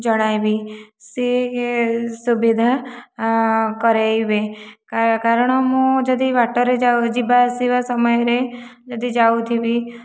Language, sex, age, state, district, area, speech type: Odia, female, 30-45, Odisha, Khordha, rural, spontaneous